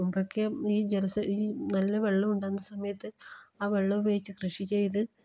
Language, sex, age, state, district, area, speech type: Malayalam, female, 30-45, Kerala, Kasaragod, rural, spontaneous